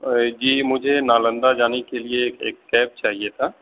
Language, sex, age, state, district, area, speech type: Urdu, male, 18-30, Bihar, Saharsa, rural, conversation